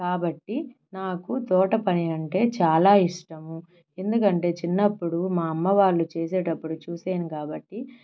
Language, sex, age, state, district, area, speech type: Telugu, female, 30-45, Andhra Pradesh, Nellore, urban, spontaneous